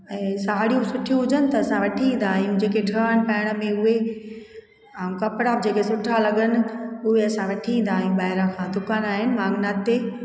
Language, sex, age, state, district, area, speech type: Sindhi, female, 45-60, Gujarat, Junagadh, urban, spontaneous